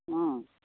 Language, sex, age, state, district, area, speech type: Assamese, female, 60+, Assam, Sivasagar, rural, conversation